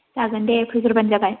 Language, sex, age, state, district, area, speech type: Bodo, female, 18-30, Assam, Kokrajhar, rural, conversation